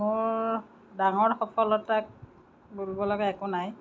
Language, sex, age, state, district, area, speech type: Assamese, female, 45-60, Assam, Kamrup Metropolitan, urban, spontaneous